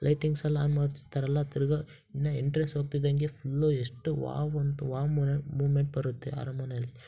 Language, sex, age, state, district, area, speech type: Kannada, male, 18-30, Karnataka, Chitradurga, rural, spontaneous